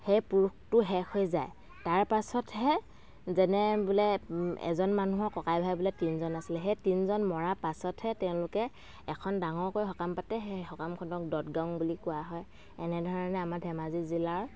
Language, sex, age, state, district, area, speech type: Assamese, female, 45-60, Assam, Dhemaji, rural, spontaneous